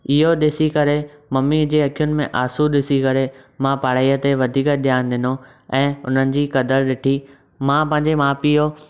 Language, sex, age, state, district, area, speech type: Sindhi, male, 18-30, Maharashtra, Thane, urban, spontaneous